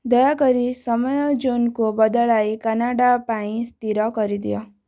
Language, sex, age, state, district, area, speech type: Odia, female, 18-30, Odisha, Kalahandi, rural, read